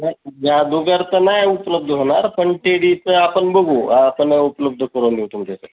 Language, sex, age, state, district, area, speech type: Marathi, male, 30-45, Maharashtra, Osmanabad, rural, conversation